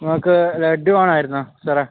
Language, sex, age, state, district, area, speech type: Malayalam, male, 18-30, Kerala, Kasaragod, rural, conversation